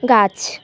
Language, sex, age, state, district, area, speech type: Bengali, female, 30-45, West Bengal, Bankura, urban, read